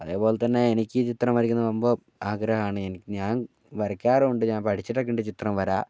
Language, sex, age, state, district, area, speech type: Malayalam, male, 30-45, Kerala, Wayanad, rural, spontaneous